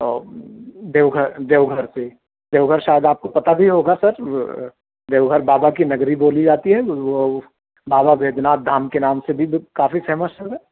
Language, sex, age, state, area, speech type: Urdu, male, 30-45, Jharkhand, urban, conversation